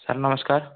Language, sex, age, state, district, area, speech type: Odia, male, 18-30, Odisha, Nayagarh, rural, conversation